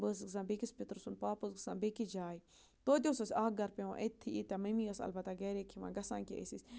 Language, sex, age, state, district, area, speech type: Kashmiri, female, 45-60, Jammu and Kashmir, Budgam, rural, spontaneous